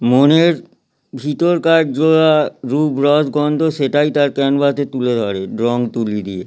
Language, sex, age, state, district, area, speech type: Bengali, male, 30-45, West Bengal, Howrah, urban, spontaneous